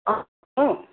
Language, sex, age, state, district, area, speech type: Assamese, female, 30-45, Assam, Tinsukia, urban, conversation